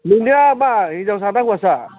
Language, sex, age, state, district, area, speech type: Bodo, male, 45-60, Assam, Baksa, urban, conversation